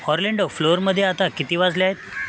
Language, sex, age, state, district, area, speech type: Marathi, male, 30-45, Maharashtra, Mumbai Suburban, urban, read